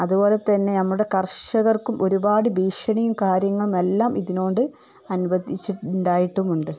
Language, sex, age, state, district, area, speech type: Malayalam, female, 45-60, Kerala, Palakkad, rural, spontaneous